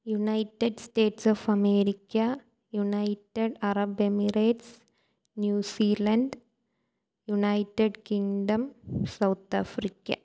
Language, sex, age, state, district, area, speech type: Malayalam, female, 18-30, Kerala, Thiruvananthapuram, rural, spontaneous